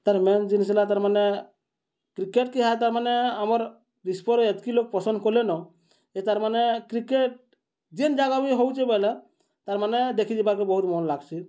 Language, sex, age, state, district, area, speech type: Odia, male, 30-45, Odisha, Bargarh, urban, spontaneous